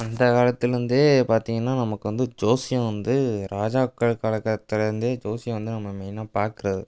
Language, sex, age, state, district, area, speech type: Tamil, male, 18-30, Tamil Nadu, Thanjavur, rural, spontaneous